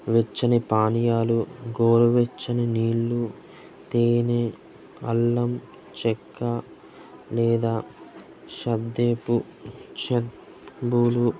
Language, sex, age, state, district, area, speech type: Telugu, male, 18-30, Andhra Pradesh, Nellore, rural, spontaneous